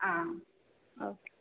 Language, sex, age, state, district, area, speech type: Malayalam, female, 18-30, Kerala, Kasaragod, rural, conversation